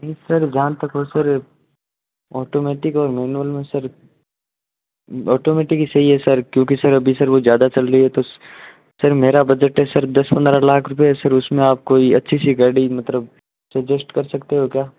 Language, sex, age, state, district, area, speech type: Hindi, male, 18-30, Rajasthan, Nagaur, rural, conversation